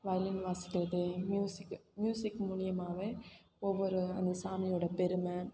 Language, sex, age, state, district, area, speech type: Tamil, female, 18-30, Tamil Nadu, Thanjavur, urban, spontaneous